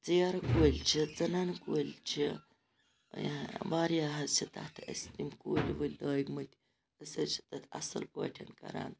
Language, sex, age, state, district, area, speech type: Kashmiri, female, 45-60, Jammu and Kashmir, Ganderbal, rural, spontaneous